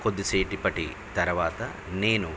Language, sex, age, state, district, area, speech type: Telugu, male, 45-60, Andhra Pradesh, Nellore, urban, spontaneous